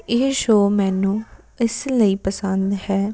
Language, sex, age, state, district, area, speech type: Punjabi, female, 18-30, Punjab, Amritsar, rural, spontaneous